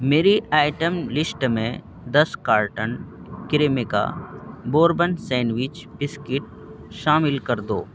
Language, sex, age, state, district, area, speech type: Urdu, male, 18-30, Bihar, Purnia, rural, read